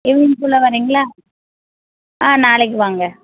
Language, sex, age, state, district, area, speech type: Tamil, female, 18-30, Tamil Nadu, Tirunelveli, urban, conversation